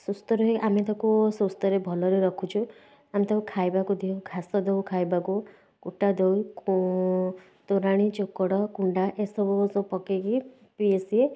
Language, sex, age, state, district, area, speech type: Odia, female, 30-45, Odisha, Puri, urban, spontaneous